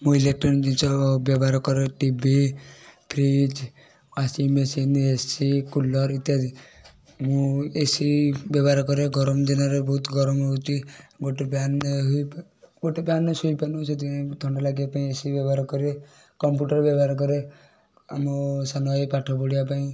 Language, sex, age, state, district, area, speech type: Odia, male, 30-45, Odisha, Kendujhar, urban, spontaneous